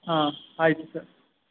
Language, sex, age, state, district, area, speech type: Kannada, male, 18-30, Karnataka, Bangalore Urban, urban, conversation